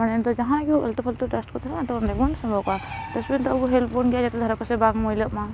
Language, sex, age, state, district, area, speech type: Santali, female, 18-30, West Bengal, Paschim Bardhaman, rural, spontaneous